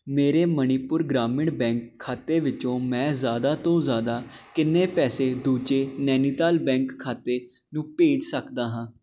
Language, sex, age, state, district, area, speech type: Punjabi, male, 18-30, Punjab, Jalandhar, urban, read